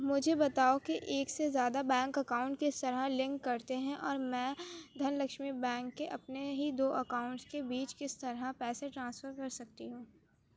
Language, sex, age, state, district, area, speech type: Urdu, female, 18-30, Uttar Pradesh, Aligarh, urban, read